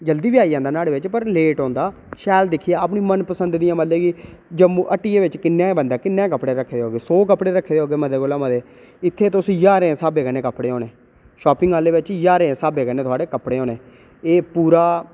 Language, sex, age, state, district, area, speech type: Dogri, male, 18-30, Jammu and Kashmir, Reasi, rural, spontaneous